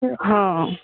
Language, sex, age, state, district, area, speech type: Odia, female, 60+, Odisha, Angul, rural, conversation